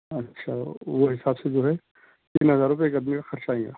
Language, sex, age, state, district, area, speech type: Urdu, male, 45-60, Telangana, Hyderabad, urban, conversation